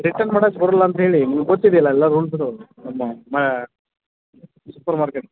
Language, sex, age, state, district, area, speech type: Kannada, male, 30-45, Karnataka, Koppal, rural, conversation